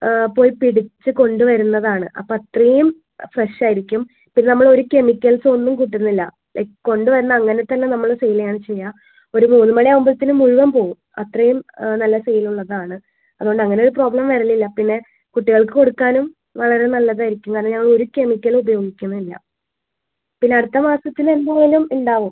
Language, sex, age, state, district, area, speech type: Malayalam, female, 18-30, Kerala, Thrissur, urban, conversation